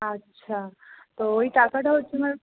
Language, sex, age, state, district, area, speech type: Bengali, female, 18-30, West Bengal, Howrah, urban, conversation